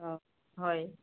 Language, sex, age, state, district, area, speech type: Assamese, female, 30-45, Assam, Jorhat, urban, conversation